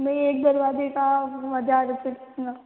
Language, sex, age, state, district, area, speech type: Hindi, female, 18-30, Rajasthan, Jodhpur, urban, conversation